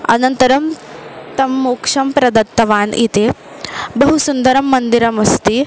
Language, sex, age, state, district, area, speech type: Sanskrit, female, 18-30, Maharashtra, Ahmednagar, urban, spontaneous